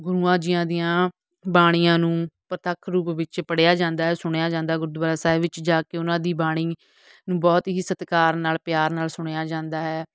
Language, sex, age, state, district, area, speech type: Punjabi, female, 45-60, Punjab, Fatehgarh Sahib, rural, spontaneous